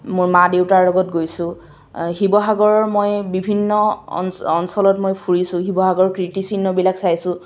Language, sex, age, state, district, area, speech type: Assamese, female, 18-30, Assam, Kamrup Metropolitan, urban, spontaneous